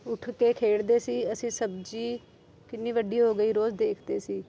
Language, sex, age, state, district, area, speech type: Punjabi, female, 30-45, Punjab, Amritsar, urban, spontaneous